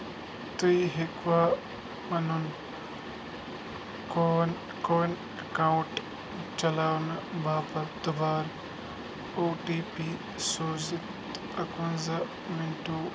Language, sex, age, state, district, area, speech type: Kashmiri, male, 30-45, Jammu and Kashmir, Bandipora, rural, read